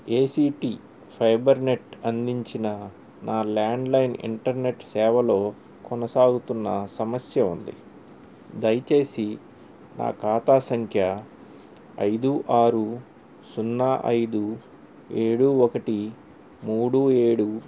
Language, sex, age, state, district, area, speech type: Telugu, male, 45-60, Andhra Pradesh, N T Rama Rao, urban, read